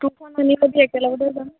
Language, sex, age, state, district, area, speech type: Assamese, female, 18-30, Assam, Golaghat, urban, conversation